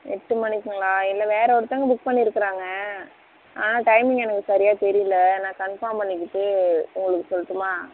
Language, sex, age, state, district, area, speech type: Tamil, female, 60+, Tamil Nadu, Tiruvarur, urban, conversation